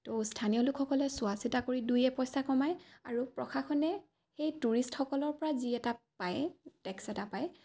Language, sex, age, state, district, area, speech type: Assamese, female, 18-30, Assam, Dibrugarh, rural, spontaneous